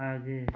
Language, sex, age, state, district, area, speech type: Hindi, male, 30-45, Uttar Pradesh, Mau, rural, read